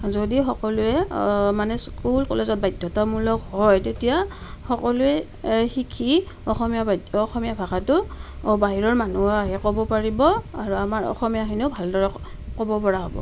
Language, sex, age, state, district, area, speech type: Assamese, female, 30-45, Assam, Nalbari, rural, spontaneous